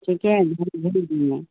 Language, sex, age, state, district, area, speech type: Urdu, female, 60+, Bihar, Supaul, rural, conversation